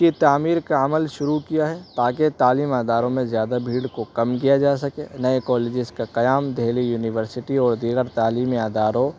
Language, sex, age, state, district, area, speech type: Urdu, male, 18-30, Delhi, North West Delhi, urban, spontaneous